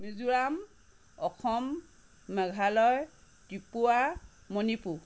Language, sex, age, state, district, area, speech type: Assamese, female, 45-60, Assam, Sivasagar, rural, spontaneous